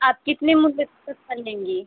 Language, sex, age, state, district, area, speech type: Hindi, female, 18-30, Uttar Pradesh, Mau, urban, conversation